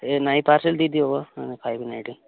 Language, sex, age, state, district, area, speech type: Odia, male, 18-30, Odisha, Nabarangpur, urban, conversation